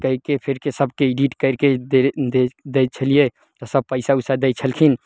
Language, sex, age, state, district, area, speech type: Maithili, male, 18-30, Bihar, Samastipur, rural, spontaneous